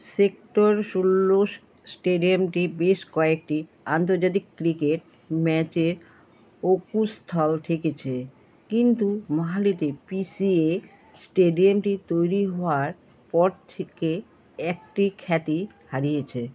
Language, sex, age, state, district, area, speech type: Bengali, female, 45-60, West Bengal, Alipurduar, rural, read